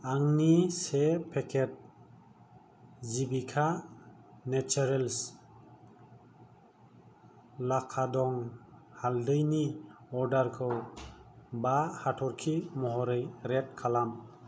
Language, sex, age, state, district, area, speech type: Bodo, male, 45-60, Assam, Kokrajhar, rural, read